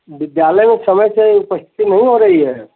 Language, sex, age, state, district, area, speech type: Hindi, male, 45-60, Uttar Pradesh, Azamgarh, rural, conversation